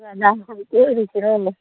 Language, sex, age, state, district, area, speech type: Manipuri, female, 60+, Manipur, Tengnoupal, rural, conversation